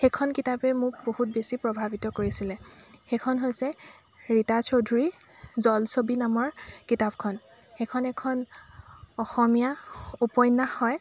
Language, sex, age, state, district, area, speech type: Assamese, female, 30-45, Assam, Dibrugarh, rural, spontaneous